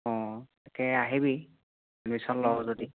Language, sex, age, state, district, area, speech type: Assamese, male, 18-30, Assam, Biswanath, rural, conversation